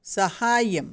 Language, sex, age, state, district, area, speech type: Sanskrit, female, 60+, Karnataka, Bangalore Urban, urban, read